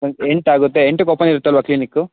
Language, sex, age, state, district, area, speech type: Kannada, male, 18-30, Karnataka, Tumkur, urban, conversation